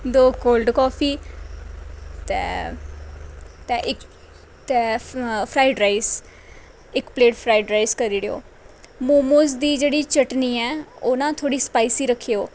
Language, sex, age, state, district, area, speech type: Dogri, female, 18-30, Jammu and Kashmir, Kathua, rural, spontaneous